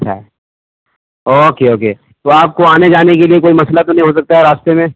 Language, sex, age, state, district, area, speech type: Urdu, male, 30-45, Bihar, East Champaran, urban, conversation